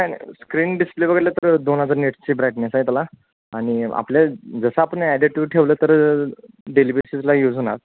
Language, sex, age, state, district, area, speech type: Marathi, male, 18-30, Maharashtra, Sangli, urban, conversation